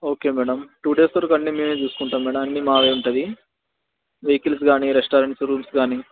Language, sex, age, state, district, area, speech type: Telugu, male, 18-30, Telangana, Nalgonda, rural, conversation